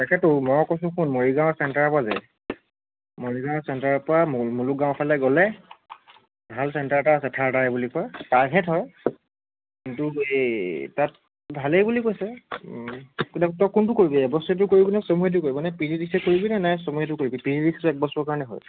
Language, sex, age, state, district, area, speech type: Assamese, male, 45-60, Assam, Morigaon, rural, conversation